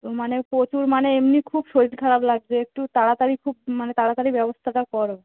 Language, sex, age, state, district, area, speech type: Bengali, female, 30-45, West Bengal, Darjeeling, urban, conversation